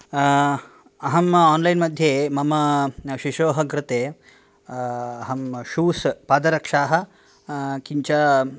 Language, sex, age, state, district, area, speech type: Sanskrit, male, 30-45, Karnataka, Dakshina Kannada, rural, spontaneous